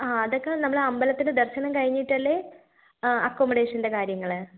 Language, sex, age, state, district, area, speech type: Malayalam, female, 30-45, Kerala, Thiruvananthapuram, rural, conversation